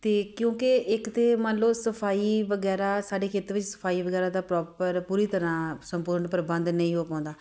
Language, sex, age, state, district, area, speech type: Punjabi, female, 30-45, Punjab, Tarn Taran, urban, spontaneous